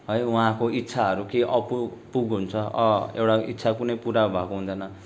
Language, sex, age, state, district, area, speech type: Nepali, male, 18-30, West Bengal, Darjeeling, rural, spontaneous